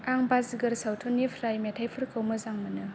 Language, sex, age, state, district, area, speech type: Bodo, female, 18-30, Assam, Kokrajhar, rural, read